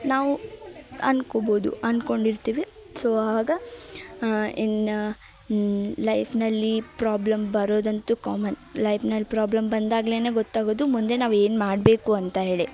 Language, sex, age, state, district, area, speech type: Kannada, female, 18-30, Karnataka, Dharwad, urban, spontaneous